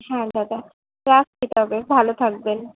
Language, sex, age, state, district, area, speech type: Bengali, female, 45-60, West Bengal, Paschim Bardhaman, urban, conversation